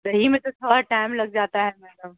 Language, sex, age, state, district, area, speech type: Urdu, female, 45-60, Bihar, Khagaria, rural, conversation